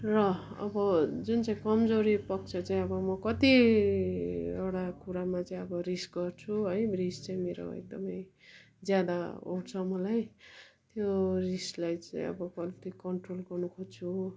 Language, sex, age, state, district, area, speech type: Nepali, female, 45-60, West Bengal, Darjeeling, rural, spontaneous